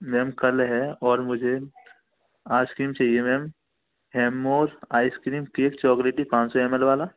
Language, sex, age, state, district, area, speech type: Hindi, male, 30-45, Madhya Pradesh, Gwalior, rural, conversation